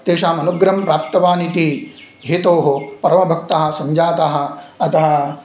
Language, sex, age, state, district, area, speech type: Sanskrit, male, 45-60, Andhra Pradesh, Kurnool, urban, spontaneous